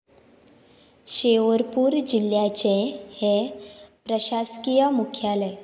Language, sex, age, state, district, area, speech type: Goan Konkani, female, 18-30, Goa, Pernem, rural, read